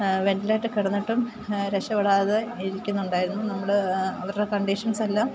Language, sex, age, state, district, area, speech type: Malayalam, female, 30-45, Kerala, Alappuzha, rural, spontaneous